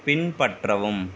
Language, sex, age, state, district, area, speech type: Tamil, male, 45-60, Tamil Nadu, Mayiladuthurai, urban, read